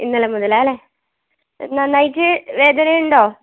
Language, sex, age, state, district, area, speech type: Malayalam, female, 18-30, Kerala, Wayanad, rural, conversation